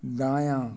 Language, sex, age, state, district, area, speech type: Maithili, male, 60+, Bihar, Muzaffarpur, urban, read